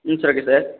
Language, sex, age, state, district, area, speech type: Tamil, male, 18-30, Tamil Nadu, Tiruvarur, rural, conversation